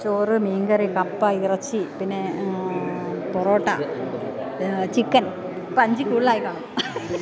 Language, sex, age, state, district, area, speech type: Malayalam, female, 45-60, Kerala, Kottayam, rural, spontaneous